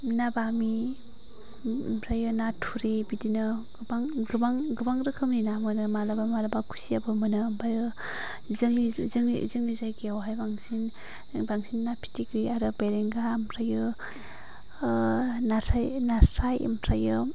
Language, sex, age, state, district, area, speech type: Bodo, female, 45-60, Assam, Chirang, urban, spontaneous